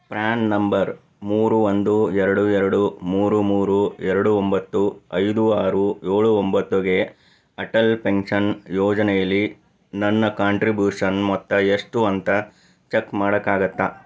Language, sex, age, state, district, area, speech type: Kannada, male, 30-45, Karnataka, Chikkaballapur, urban, read